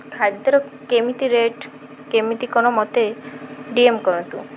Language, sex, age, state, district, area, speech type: Odia, female, 18-30, Odisha, Malkangiri, urban, spontaneous